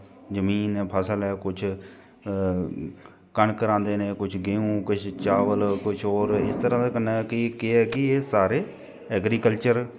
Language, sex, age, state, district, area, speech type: Dogri, male, 30-45, Jammu and Kashmir, Kathua, rural, spontaneous